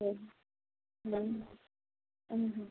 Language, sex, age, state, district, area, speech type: Kannada, female, 18-30, Karnataka, Mysore, urban, conversation